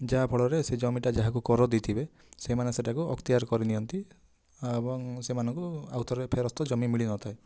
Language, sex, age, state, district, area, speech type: Odia, male, 18-30, Odisha, Kalahandi, rural, spontaneous